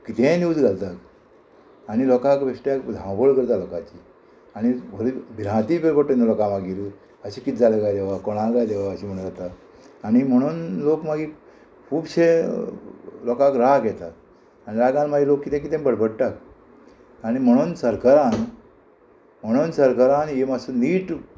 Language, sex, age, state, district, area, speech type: Goan Konkani, male, 60+, Goa, Murmgao, rural, spontaneous